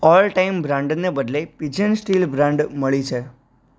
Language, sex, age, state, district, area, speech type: Gujarati, male, 18-30, Gujarat, Anand, urban, read